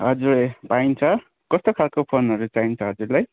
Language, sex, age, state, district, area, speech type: Nepali, male, 18-30, West Bengal, Kalimpong, rural, conversation